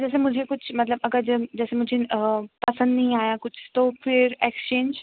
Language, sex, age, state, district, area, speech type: Hindi, female, 30-45, Madhya Pradesh, Jabalpur, urban, conversation